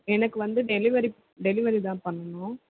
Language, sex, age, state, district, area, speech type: Tamil, female, 18-30, Tamil Nadu, Chennai, urban, conversation